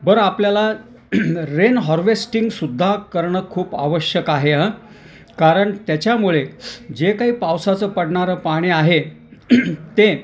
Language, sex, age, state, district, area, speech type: Marathi, male, 60+, Maharashtra, Nashik, urban, spontaneous